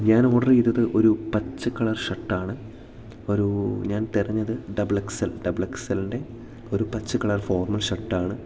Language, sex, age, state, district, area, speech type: Malayalam, male, 18-30, Kerala, Idukki, rural, spontaneous